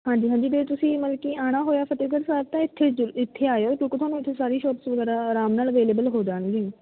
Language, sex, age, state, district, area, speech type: Punjabi, female, 18-30, Punjab, Fatehgarh Sahib, rural, conversation